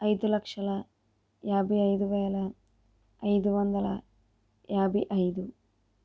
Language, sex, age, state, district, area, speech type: Telugu, female, 18-30, Andhra Pradesh, East Godavari, rural, spontaneous